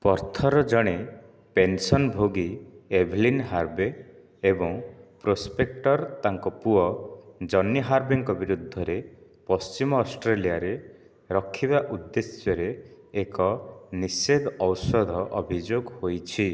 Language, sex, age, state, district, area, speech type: Odia, male, 30-45, Odisha, Nayagarh, rural, read